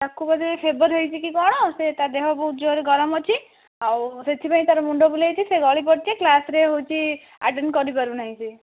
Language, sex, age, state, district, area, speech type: Odia, female, 30-45, Odisha, Bhadrak, rural, conversation